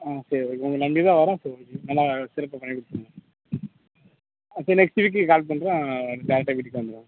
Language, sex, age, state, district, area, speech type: Tamil, male, 18-30, Tamil Nadu, Tenkasi, urban, conversation